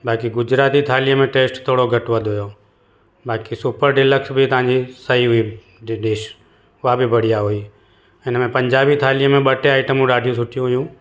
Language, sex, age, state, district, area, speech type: Sindhi, male, 45-60, Gujarat, Surat, urban, spontaneous